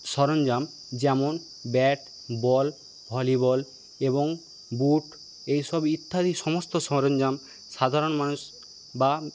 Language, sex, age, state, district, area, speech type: Bengali, male, 60+, West Bengal, Paschim Medinipur, rural, spontaneous